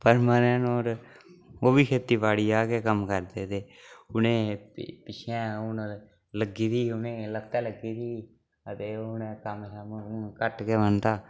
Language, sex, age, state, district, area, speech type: Dogri, male, 18-30, Jammu and Kashmir, Udhampur, rural, spontaneous